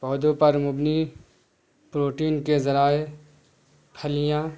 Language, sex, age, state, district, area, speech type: Urdu, male, 18-30, Bihar, Gaya, rural, spontaneous